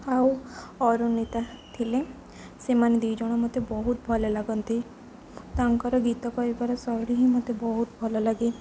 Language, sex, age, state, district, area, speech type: Odia, female, 18-30, Odisha, Jagatsinghpur, rural, spontaneous